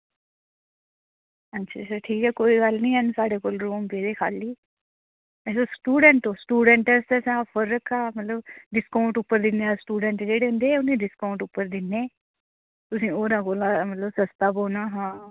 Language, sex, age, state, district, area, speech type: Dogri, female, 30-45, Jammu and Kashmir, Udhampur, rural, conversation